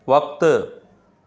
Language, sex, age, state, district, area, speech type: Sindhi, male, 45-60, Gujarat, Surat, urban, read